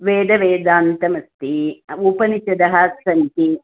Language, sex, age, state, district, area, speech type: Sanskrit, female, 60+, Karnataka, Hassan, rural, conversation